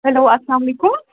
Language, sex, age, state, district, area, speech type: Kashmiri, female, 30-45, Jammu and Kashmir, Srinagar, urban, conversation